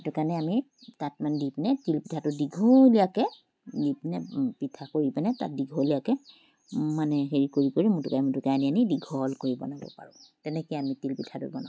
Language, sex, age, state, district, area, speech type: Assamese, female, 45-60, Assam, Charaideo, urban, spontaneous